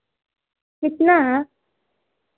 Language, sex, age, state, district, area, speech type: Hindi, female, 18-30, Bihar, Vaishali, rural, conversation